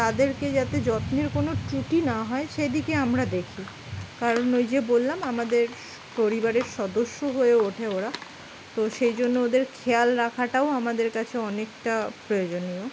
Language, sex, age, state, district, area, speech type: Bengali, female, 30-45, West Bengal, Dakshin Dinajpur, urban, spontaneous